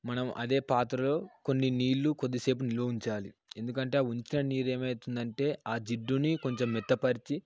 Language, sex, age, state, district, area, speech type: Telugu, male, 18-30, Telangana, Yadadri Bhuvanagiri, urban, spontaneous